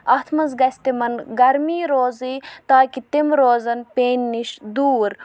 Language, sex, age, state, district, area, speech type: Kashmiri, female, 45-60, Jammu and Kashmir, Bandipora, rural, spontaneous